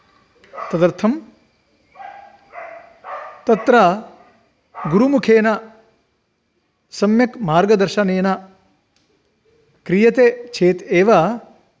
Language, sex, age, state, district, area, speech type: Sanskrit, male, 45-60, Karnataka, Davanagere, rural, spontaneous